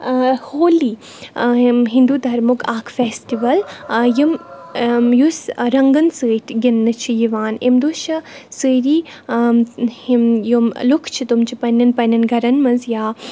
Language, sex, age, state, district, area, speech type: Kashmiri, female, 18-30, Jammu and Kashmir, Baramulla, rural, spontaneous